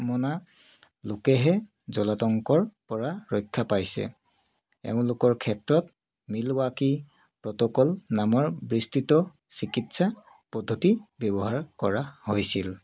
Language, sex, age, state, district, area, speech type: Assamese, male, 30-45, Assam, Biswanath, rural, spontaneous